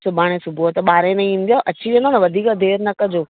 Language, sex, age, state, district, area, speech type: Sindhi, female, 30-45, Maharashtra, Thane, urban, conversation